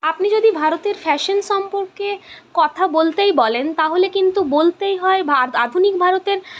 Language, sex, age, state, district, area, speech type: Bengali, female, 60+, West Bengal, Purulia, urban, spontaneous